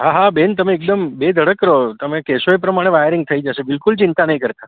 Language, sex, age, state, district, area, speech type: Gujarati, male, 30-45, Gujarat, Surat, urban, conversation